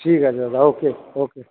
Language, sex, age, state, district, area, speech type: Bengali, male, 60+, West Bengal, Purba Bardhaman, urban, conversation